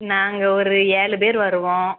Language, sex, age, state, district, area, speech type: Tamil, female, 30-45, Tamil Nadu, Thoothukudi, rural, conversation